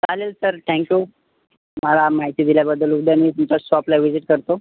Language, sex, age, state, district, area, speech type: Marathi, male, 18-30, Maharashtra, Thane, urban, conversation